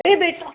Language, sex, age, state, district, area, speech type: Hindi, female, 30-45, Madhya Pradesh, Chhindwara, urban, conversation